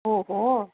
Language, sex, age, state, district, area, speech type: Sanskrit, female, 45-60, Karnataka, Shimoga, urban, conversation